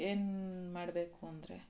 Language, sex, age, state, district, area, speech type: Kannada, female, 45-60, Karnataka, Mandya, rural, spontaneous